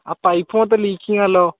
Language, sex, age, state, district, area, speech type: Malayalam, male, 18-30, Kerala, Wayanad, rural, conversation